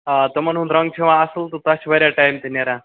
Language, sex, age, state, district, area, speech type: Kashmiri, male, 30-45, Jammu and Kashmir, Baramulla, urban, conversation